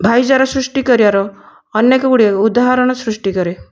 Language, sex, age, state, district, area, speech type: Odia, female, 60+, Odisha, Nayagarh, rural, spontaneous